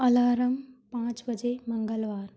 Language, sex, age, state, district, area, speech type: Hindi, female, 18-30, Madhya Pradesh, Gwalior, rural, read